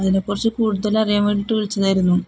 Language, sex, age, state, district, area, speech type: Malayalam, female, 18-30, Kerala, Palakkad, rural, spontaneous